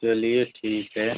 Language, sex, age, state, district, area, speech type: Hindi, male, 30-45, Uttar Pradesh, Ghazipur, urban, conversation